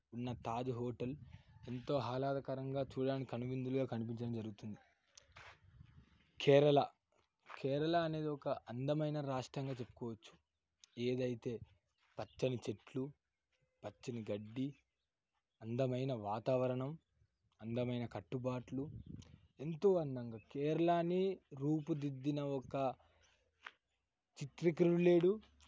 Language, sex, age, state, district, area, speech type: Telugu, male, 18-30, Telangana, Yadadri Bhuvanagiri, urban, spontaneous